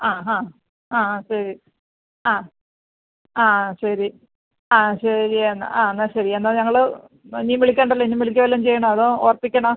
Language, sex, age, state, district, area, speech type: Malayalam, female, 45-60, Kerala, Alappuzha, rural, conversation